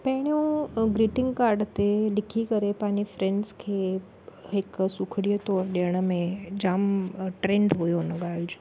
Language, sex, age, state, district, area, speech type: Sindhi, female, 30-45, Maharashtra, Thane, urban, spontaneous